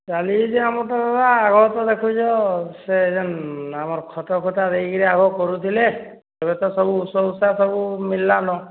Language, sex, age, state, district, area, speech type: Odia, male, 18-30, Odisha, Boudh, rural, conversation